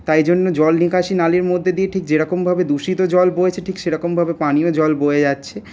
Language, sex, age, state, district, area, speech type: Bengali, male, 18-30, West Bengal, Paschim Bardhaman, urban, spontaneous